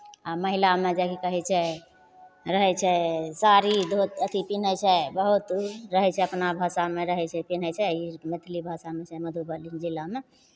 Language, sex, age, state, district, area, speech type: Maithili, female, 45-60, Bihar, Begusarai, rural, spontaneous